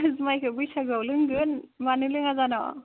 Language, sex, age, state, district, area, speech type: Bodo, female, 18-30, Assam, Baksa, rural, conversation